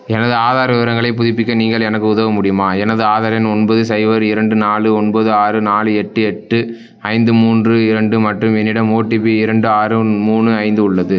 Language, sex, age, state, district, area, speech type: Tamil, male, 18-30, Tamil Nadu, Perambalur, urban, read